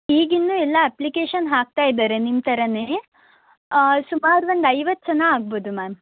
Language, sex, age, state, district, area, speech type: Kannada, female, 18-30, Karnataka, Shimoga, rural, conversation